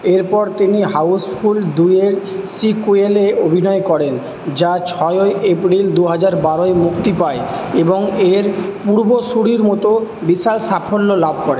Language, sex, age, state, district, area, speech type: Bengali, male, 30-45, West Bengal, Purba Bardhaman, urban, read